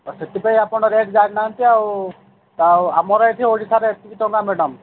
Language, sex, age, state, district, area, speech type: Odia, male, 45-60, Odisha, Sundergarh, rural, conversation